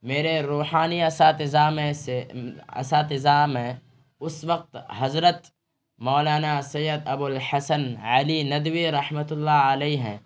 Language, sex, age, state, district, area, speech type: Urdu, male, 30-45, Bihar, Araria, rural, spontaneous